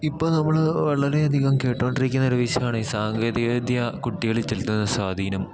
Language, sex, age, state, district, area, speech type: Malayalam, male, 18-30, Kerala, Idukki, rural, spontaneous